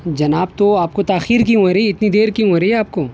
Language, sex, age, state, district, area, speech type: Urdu, male, 18-30, Delhi, North West Delhi, urban, spontaneous